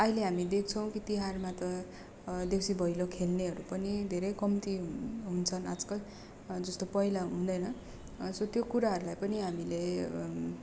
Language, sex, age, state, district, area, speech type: Nepali, female, 18-30, West Bengal, Darjeeling, rural, spontaneous